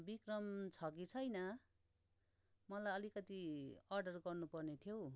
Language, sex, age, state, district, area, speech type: Nepali, female, 30-45, West Bengal, Darjeeling, rural, spontaneous